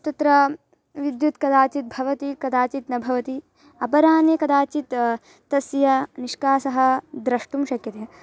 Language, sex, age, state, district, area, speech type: Sanskrit, female, 18-30, Karnataka, Bangalore Rural, rural, spontaneous